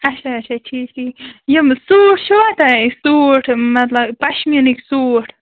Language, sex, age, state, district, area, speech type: Kashmiri, female, 30-45, Jammu and Kashmir, Bandipora, rural, conversation